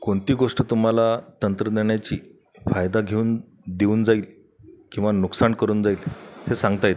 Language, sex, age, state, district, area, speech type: Marathi, male, 45-60, Maharashtra, Buldhana, rural, spontaneous